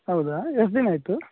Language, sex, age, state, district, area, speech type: Kannada, male, 18-30, Karnataka, Udupi, rural, conversation